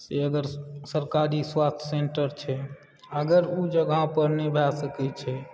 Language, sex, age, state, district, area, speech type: Maithili, male, 18-30, Bihar, Supaul, rural, spontaneous